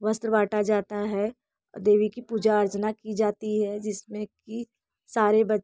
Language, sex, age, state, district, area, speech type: Hindi, female, 30-45, Uttar Pradesh, Bhadohi, rural, spontaneous